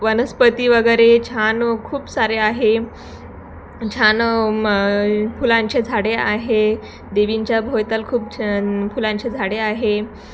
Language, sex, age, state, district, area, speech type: Marathi, female, 18-30, Maharashtra, Thane, rural, spontaneous